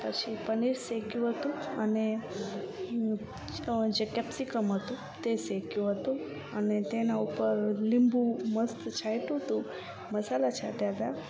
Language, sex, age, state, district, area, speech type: Gujarati, female, 18-30, Gujarat, Kutch, rural, spontaneous